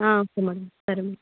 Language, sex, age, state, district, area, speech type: Telugu, female, 30-45, Andhra Pradesh, Chittoor, rural, conversation